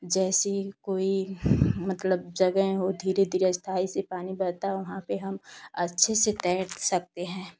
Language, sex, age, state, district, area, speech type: Hindi, female, 18-30, Uttar Pradesh, Ghazipur, urban, spontaneous